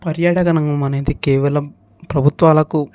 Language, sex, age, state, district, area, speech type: Telugu, male, 18-30, Telangana, Ranga Reddy, urban, spontaneous